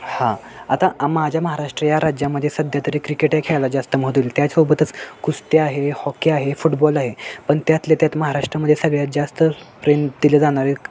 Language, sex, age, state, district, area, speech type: Marathi, male, 18-30, Maharashtra, Sangli, urban, spontaneous